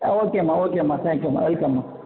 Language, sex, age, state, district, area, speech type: Tamil, male, 60+, Tamil Nadu, Mayiladuthurai, urban, conversation